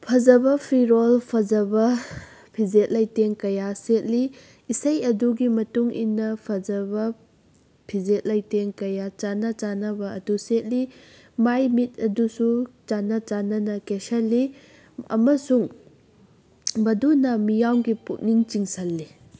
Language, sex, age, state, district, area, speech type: Manipuri, female, 18-30, Manipur, Kakching, rural, spontaneous